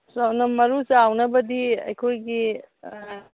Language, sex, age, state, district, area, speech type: Manipuri, female, 60+, Manipur, Churachandpur, urban, conversation